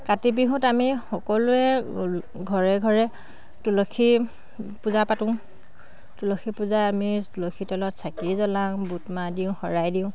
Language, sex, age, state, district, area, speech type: Assamese, female, 30-45, Assam, Dhemaji, rural, spontaneous